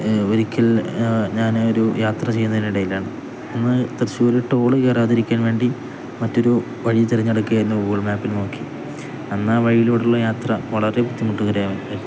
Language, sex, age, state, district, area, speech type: Malayalam, male, 18-30, Kerala, Kozhikode, rural, spontaneous